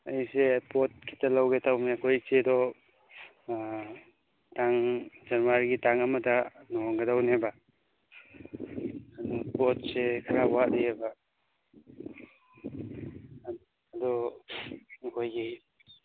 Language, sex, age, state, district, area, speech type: Manipuri, male, 18-30, Manipur, Churachandpur, rural, conversation